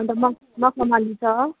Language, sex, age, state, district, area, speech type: Nepali, female, 60+, West Bengal, Kalimpong, rural, conversation